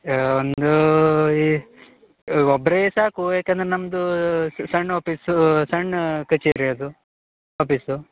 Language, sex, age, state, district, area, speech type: Kannada, male, 18-30, Karnataka, Uttara Kannada, rural, conversation